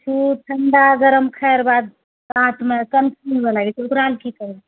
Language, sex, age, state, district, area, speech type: Maithili, female, 45-60, Bihar, Purnia, urban, conversation